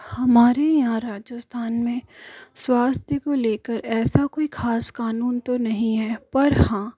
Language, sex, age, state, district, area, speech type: Hindi, female, 45-60, Rajasthan, Jaipur, urban, spontaneous